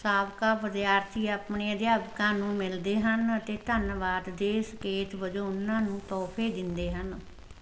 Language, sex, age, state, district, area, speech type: Punjabi, female, 60+, Punjab, Barnala, rural, read